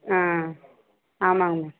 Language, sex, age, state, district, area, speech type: Tamil, female, 18-30, Tamil Nadu, Kallakurichi, rural, conversation